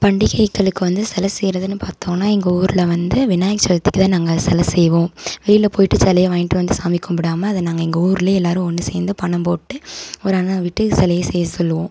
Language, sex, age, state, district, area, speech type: Tamil, female, 18-30, Tamil Nadu, Tiruvarur, urban, spontaneous